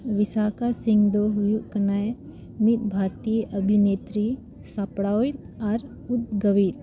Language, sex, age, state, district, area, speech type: Santali, female, 18-30, Jharkhand, Bokaro, rural, read